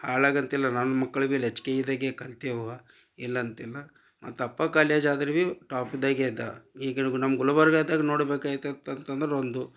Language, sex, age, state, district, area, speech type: Kannada, male, 45-60, Karnataka, Gulbarga, urban, spontaneous